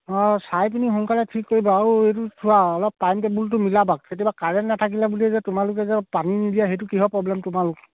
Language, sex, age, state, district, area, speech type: Assamese, male, 30-45, Assam, Sivasagar, rural, conversation